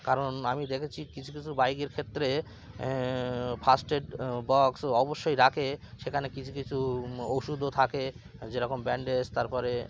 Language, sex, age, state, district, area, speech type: Bengali, male, 30-45, West Bengal, Cooch Behar, urban, spontaneous